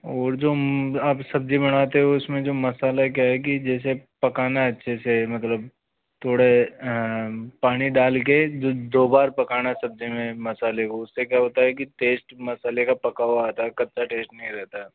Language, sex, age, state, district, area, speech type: Hindi, male, 18-30, Rajasthan, Jaipur, urban, conversation